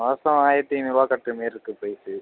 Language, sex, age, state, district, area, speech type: Tamil, male, 30-45, Tamil Nadu, Mayiladuthurai, urban, conversation